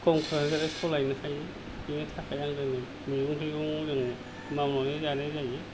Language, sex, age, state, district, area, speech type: Bodo, male, 60+, Assam, Kokrajhar, rural, spontaneous